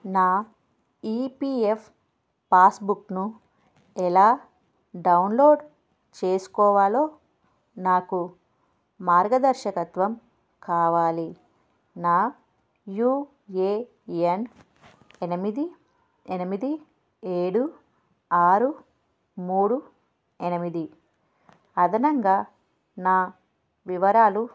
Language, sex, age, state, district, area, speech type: Telugu, female, 18-30, Andhra Pradesh, Krishna, urban, read